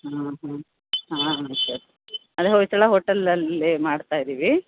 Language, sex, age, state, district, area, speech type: Kannada, female, 30-45, Karnataka, Bellary, rural, conversation